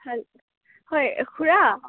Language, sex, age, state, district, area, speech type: Assamese, female, 18-30, Assam, Kamrup Metropolitan, rural, conversation